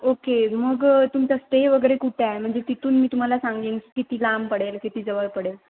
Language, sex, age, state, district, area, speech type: Marathi, female, 18-30, Maharashtra, Sindhudurg, urban, conversation